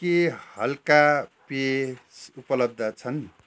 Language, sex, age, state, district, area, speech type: Nepali, male, 60+, West Bengal, Darjeeling, rural, read